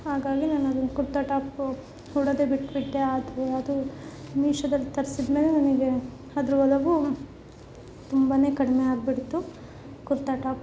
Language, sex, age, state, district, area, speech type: Kannada, female, 18-30, Karnataka, Davanagere, rural, spontaneous